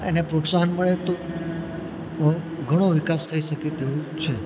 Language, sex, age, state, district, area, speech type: Gujarati, male, 30-45, Gujarat, Valsad, rural, spontaneous